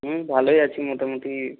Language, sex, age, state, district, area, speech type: Bengali, male, 18-30, West Bengal, North 24 Parganas, rural, conversation